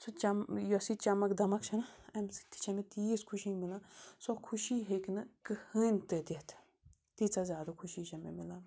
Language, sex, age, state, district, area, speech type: Kashmiri, female, 30-45, Jammu and Kashmir, Bandipora, rural, spontaneous